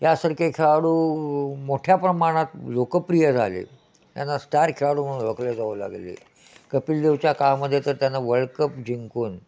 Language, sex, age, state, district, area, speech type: Marathi, male, 60+, Maharashtra, Kolhapur, urban, spontaneous